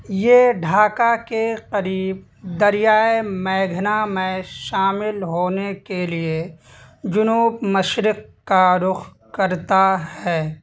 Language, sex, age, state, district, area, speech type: Urdu, male, 18-30, Bihar, Purnia, rural, read